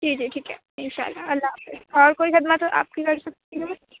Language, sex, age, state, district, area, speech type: Urdu, female, 18-30, Uttar Pradesh, Aligarh, urban, conversation